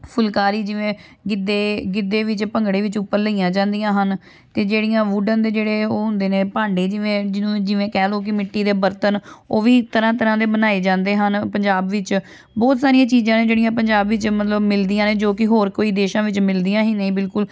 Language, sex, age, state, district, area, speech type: Punjabi, female, 18-30, Punjab, Amritsar, urban, spontaneous